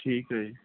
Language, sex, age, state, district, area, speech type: Punjabi, male, 18-30, Punjab, Mohali, rural, conversation